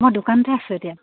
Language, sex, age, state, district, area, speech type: Assamese, female, 45-60, Assam, Sivasagar, rural, conversation